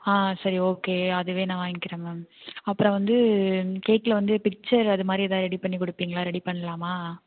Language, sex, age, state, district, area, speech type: Tamil, female, 18-30, Tamil Nadu, Thanjavur, rural, conversation